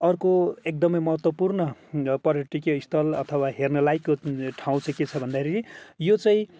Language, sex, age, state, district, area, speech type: Nepali, male, 45-60, West Bengal, Kalimpong, rural, spontaneous